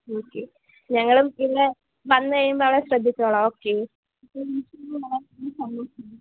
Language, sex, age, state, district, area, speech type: Malayalam, female, 18-30, Kerala, Idukki, rural, conversation